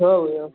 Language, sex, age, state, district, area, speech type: Hindi, male, 45-60, Rajasthan, Jodhpur, urban, conversation